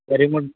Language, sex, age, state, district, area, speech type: Marathi, male, 18-30, Maharashtra, Washim, urban, conversation